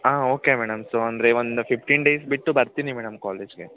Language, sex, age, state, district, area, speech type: Kannada, male, 18-30, Karnataka, Kodagu, rural, conversation